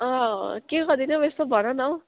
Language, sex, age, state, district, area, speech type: Nepali, female, 18-30, West Bengal, Kalimpong, rural, conversation